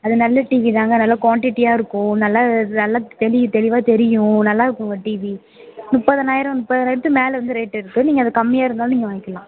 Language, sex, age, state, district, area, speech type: Tamil, female, 18-30, Tamil Nadu, Mayiladuthurai, rural, conversation